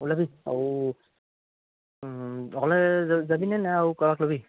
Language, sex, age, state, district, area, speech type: Assamese, male, 18-30, Assam, Charaideo, rural, conversation